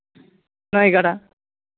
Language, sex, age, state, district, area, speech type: Santali, male, 45-60, Jharkhand, East Singhbhum, rural, conversation